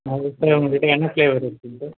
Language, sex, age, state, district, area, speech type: Tamil, male, 18-30, Tamil Nadu, Tiruvannamalai, urban, conversation